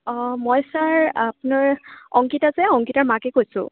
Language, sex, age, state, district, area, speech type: Assamese, female, 18-30, Assam, Charaideo, urban, conversation